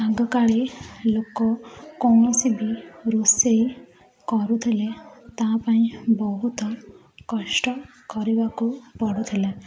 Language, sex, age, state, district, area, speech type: Odia, female, 18-30, Odisha, Ganjam, urban, spontaneous